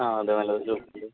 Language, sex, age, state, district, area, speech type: Malayalam, male, 18-30, Kerala, Thrissur, urban, conversation